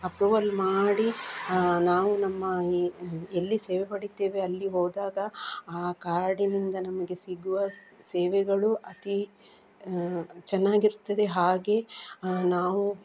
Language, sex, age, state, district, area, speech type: Kannada, female, 45-60, Karnataka, Udupi, rural, spontaneous